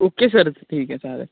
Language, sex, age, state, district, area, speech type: Marathi, male, 18-30, Maharashtra, Thane, urban, conversation